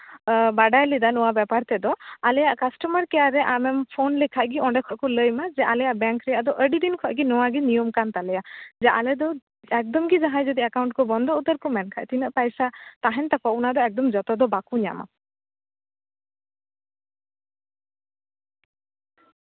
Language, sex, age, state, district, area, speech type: Santali, female, 18-30, West Bengal, Malda, rural, conversation